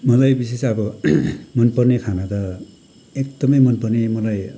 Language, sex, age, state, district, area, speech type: Nepali, male, 45-60, West Bengal, Kalimpong, rural, spontaneous